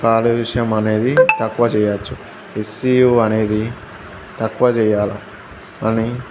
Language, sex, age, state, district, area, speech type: Telugu, male, 18-30, Telangana, Jangaon, urban, spontaneous